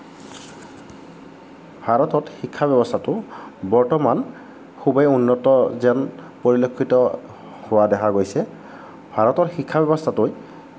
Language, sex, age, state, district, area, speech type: Assamese, male, 30-45, Assam, Kamrup Metropolitan, urban, spontaneous